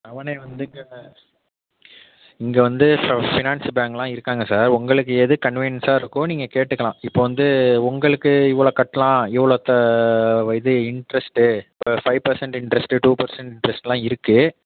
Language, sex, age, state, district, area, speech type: Tamil, male, 18-30, Tamil Nadu, Mayiladuthurai, rural, conversation